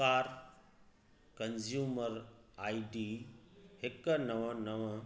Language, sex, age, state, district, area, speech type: Sindhi, male, 30-45, Gujarat, Kutch, rural, read